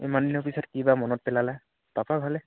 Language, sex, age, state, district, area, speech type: Assamese, male, 18-30, Assam, Dibrugarh, urban, conversation